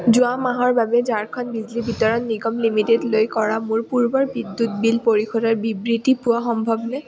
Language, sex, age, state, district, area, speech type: Assamese, female, 18-30, Assam, Udalguri, rural, read